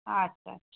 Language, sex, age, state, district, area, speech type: Bengali, female, 30-45, West Bengal, Birbhum, urban, conversation